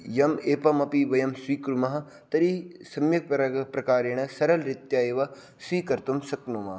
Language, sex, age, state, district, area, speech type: Sanskrit, male, 18-30, Rajasthan, Jodhpur, rural, spontaneous